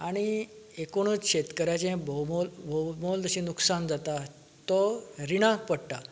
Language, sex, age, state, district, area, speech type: Goan Konkani, male, 45-60, Goa, Canacona, rural, spontaneous